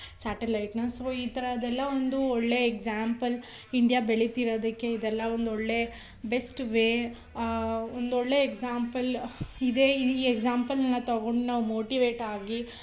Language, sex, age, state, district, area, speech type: Kannada, female, 18-30, Karnataka, Tumkur, urban, spontaneous